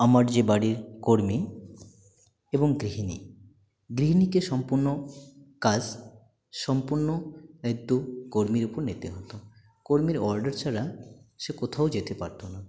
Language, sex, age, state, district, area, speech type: Bengali, male, 18-30, West Bengal, Jalpaiguri, rural, spontaneous